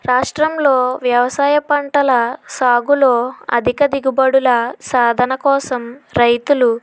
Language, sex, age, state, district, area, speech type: Telugu, female, 60+, Andhra Pradesh, Kakinada, rural, spontaneous